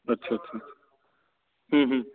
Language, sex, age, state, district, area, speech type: Punjabi, male, 18-30, Punjab, Mansa, urban, conversation